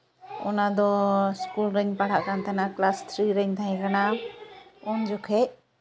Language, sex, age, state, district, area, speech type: Santali, female, 30-45, West Bengal, Malda, rural, spontaneous